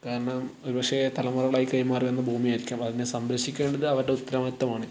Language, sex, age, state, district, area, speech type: Malayalam, male, 18-30, Kerala, Wayanad, rural, spontaneous